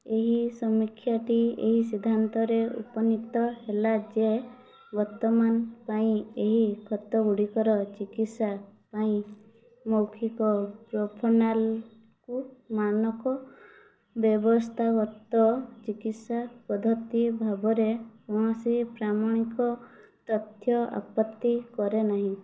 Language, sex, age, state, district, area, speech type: Odia, female, 18-30, Odisha, Mayurbhanj, rural, read